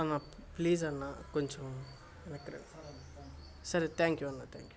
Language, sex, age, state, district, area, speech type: Telugu, male, 18-30, Andhra Pradesh, Bapatla, urban, spontaneous